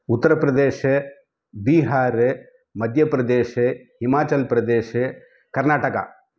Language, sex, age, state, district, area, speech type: Tamil, male, 30-45, Tamil Nadu, Krishnagiri, urban, spontaneous